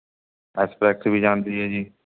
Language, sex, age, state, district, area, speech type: Punjabi, male, 30-45, Punjab, Mohali, rural, conversation